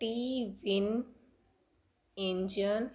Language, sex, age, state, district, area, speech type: Punjabi, female, 18-30, Punjab, Fazilka, rural, spontaneous